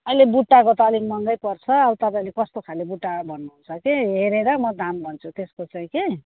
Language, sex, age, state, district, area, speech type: Nepali, female, 45-60, West Bengal, Kalimpong, rural, conversation